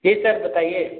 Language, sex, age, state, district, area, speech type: Hindi, male, 45-60, Uttar Pradesh, Sitapur, rural, conversation